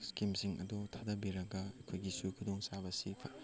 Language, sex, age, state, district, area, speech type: Manipuri, male, 18-30, Manipur, Chandel, rural, spontaneous